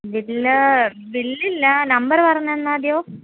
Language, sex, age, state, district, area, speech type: Malayalam, female, 30-45, Kerala, Thiruvananthapuram, urban, conversation